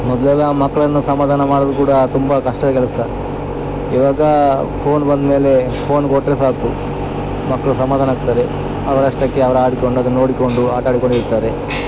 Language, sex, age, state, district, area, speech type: Kannada, male, 30-45, Karnataka, Dakshina Kannada, rural, spontaneous